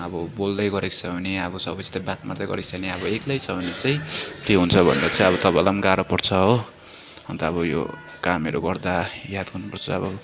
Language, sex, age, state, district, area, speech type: Nepali, male, 30-45, West Bengal, Darjeeling, rural, spontaneous